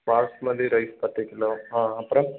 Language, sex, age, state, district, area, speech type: Tamil, male, 45-60, Tamil Nadu, Cuddalore, rural, conversation